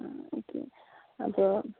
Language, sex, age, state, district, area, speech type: Malayalam, female, 30-45, Kerala, Kozhikode, urban, conversation